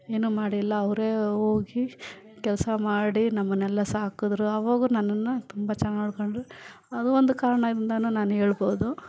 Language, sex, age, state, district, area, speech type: Kannada, female, 45-60, Karnataka, Bangalore Rural, rural, spontaneous